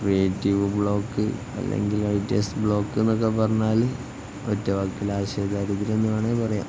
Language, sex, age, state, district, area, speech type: Malayalam, male, 18-30, Kerala, Kozhikode, rural, spontaneous